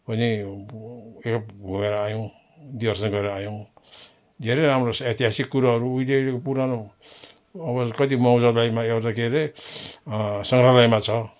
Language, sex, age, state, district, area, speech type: Nepali, male, 60+, West Bengal, Darjeeling, rural, spontaneous